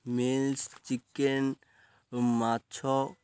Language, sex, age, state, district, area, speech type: Odia, male, 18-30, Odisha, Malkangiri, urban, spontaneous